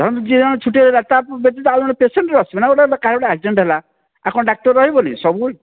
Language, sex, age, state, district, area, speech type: Odia, male, 45-60, Odisha, Kandhamal, rural, conversation